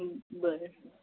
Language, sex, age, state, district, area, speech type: Marathi, male, 18-30, Maharashtra, Nanded, rural, conversation